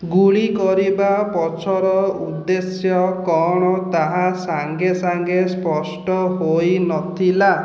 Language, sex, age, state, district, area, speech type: Odia, male, 30-45, Odisha, Khordha, rural, read